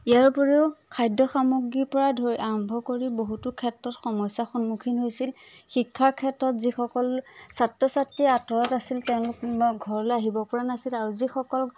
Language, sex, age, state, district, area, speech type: Assamese, female, 30-45, Assam, Majuli, urban, spontaneous